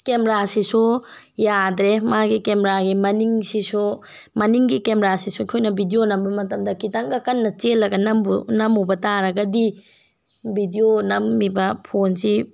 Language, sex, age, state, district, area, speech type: Manipuri, female, 18-30, Manipur, Tengnoupal, rural, spontaneous